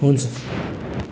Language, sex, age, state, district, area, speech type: Nepali, male, 30-45, West Bengal, Jalpaiguri, rural, spontaneous